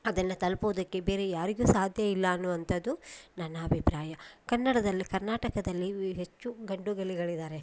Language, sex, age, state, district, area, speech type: Kannada, female, 30-45, Karnataka, Koppal, urban, spontaneous